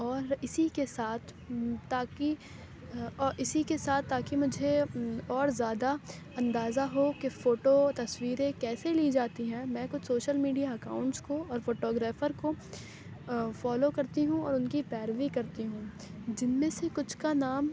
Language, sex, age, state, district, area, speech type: Urdu, female, 18-30, Uttar Pradesh, Aligarh, urban, spontaneous